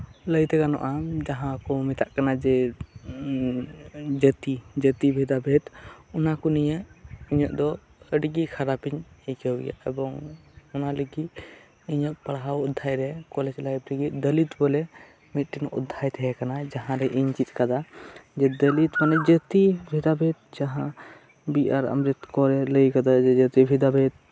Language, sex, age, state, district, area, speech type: Santali, male, 18-30, West Bengal, Birbhum, rural, spontaneous